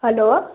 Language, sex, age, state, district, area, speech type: Nepali, female, 30-45, West Bengal, Darjeeling, rural, conversation